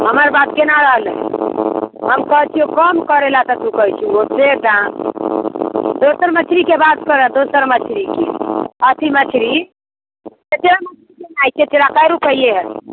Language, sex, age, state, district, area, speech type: Maithili, female, 30-45, Bihar, Muzaffarpur, rural, conversation